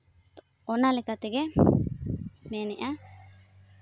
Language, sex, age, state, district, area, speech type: Santali, female, 18-30, Jharkhand, Seraikela Kharsawan, rural, spontaneous